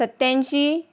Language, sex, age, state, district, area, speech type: Marathi, female, 30-45, Maharashtra, Wardha, rural, spontaneous